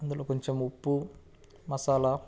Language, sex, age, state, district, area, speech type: Telugu, male, 18-30, Telangana, Nalgonda, rural, spontaneous